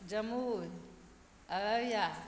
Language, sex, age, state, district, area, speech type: Maithili, female, 45-60, Bihar, Begusarai, urban, spontaneous